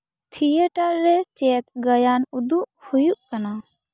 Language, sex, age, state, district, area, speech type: Santali, female, 18-30, West Bengal, Purba Bardhaman, rural, read